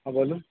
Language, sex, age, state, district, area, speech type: Bengali, male, 18-30, West Bengal, Cooch Behar, urban, conversation